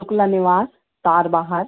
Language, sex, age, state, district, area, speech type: Hindi, female, 60+, Madhya Pradesh, Hoshangabad, urban, conversation